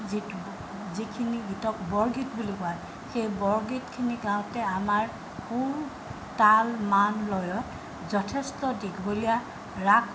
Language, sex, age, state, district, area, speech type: Assamese, female, 60+, Assam, Tinsukia, rural, spontaneous